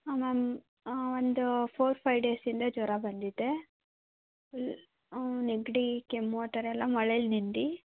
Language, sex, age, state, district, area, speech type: Kannada, female, 45-60, Karnataka, Tumkur, rural, conversation